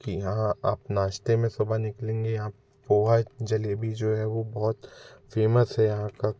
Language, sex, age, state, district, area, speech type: Hindi, male, 18-30, Madhya Pradesh, Jabalpur, urban, spontaneous